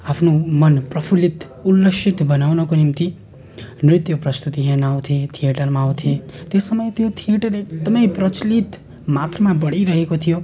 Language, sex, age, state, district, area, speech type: Nepali, male, 18-30, West Bengal, Darjeeling, rural, spontaneous